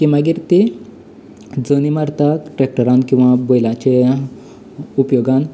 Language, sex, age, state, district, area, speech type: Goan Konkani, male, 18-30, Goa, Canacona, rural, spontaneous